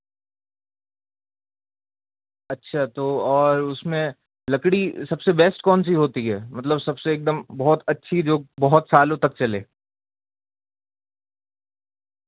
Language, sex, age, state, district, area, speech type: Urdu, male, 18-30, Uttar Pradesh, Rampur, urban, conversation